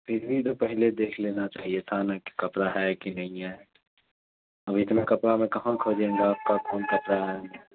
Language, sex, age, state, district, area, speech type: Urdu, male, 18-30, Bihar, Supaul, rural, conversation